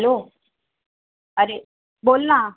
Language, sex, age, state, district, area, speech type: Marathi, female, 45-60, Maharashtra, Thane, rural, conversation